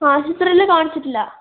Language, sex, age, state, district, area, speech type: Malayalam, female, 18-30, Kerala, Wayanad, rural, conversation